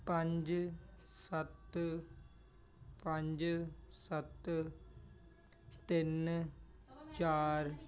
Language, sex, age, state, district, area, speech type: Punjabi, male, 18-30, Punjab, Muktsar, urban, read